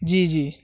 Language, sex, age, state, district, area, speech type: Urdu, male, 18-30, Uttar Pradesh, Saharanpur, urban, spontaneous